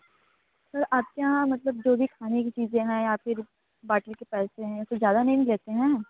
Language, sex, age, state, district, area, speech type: Hindi, female, 18-30, Uttar Pradesh, Varanasi, rural, conversation